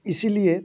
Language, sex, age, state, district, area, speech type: Hindi, male, 30-45, Bihar, Muzaffarpur, rural, spontaneous